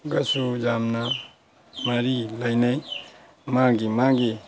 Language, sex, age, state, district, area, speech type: Manipuri, male, 45-60, Manipur, Tengnoupal, rural, spontaneous